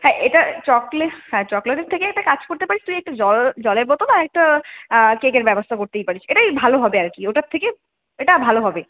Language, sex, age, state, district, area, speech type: Bengali, female, 18-30, West Bengal, Jalpaiguri, rural, conversation